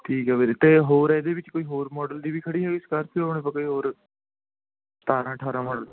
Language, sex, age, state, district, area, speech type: Punjabi, male, 18-30, Punjab, Mohali, rural, conversation